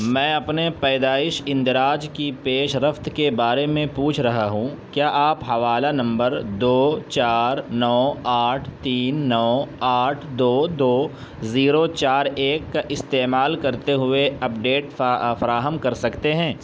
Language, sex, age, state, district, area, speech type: Urdu, male, 18-30, Uttar Pradesh, Saharanpur, urban, read